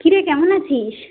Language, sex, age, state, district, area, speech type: Bengali, female, 18-30, West Bengal, Kolkata, urban, conversation